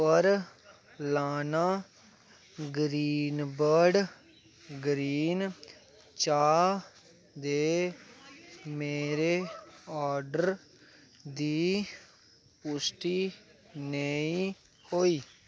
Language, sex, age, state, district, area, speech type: Dogri, male, 18-30, Jammu and Kashmir, Kathua, rural, read